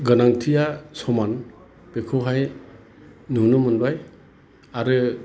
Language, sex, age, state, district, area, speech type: Bodo, male, 45-60, Assam, Chirang, urban, spontaneous